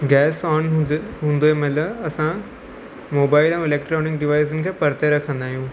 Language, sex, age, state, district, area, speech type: Sindhi, male, 18-30, Gujarat, Surat, urban, spontaneous